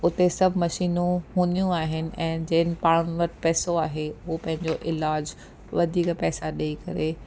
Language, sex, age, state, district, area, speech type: Sindhi, female, 45-60, Maharashtra, Mumbai Suburban, urban, spontaneous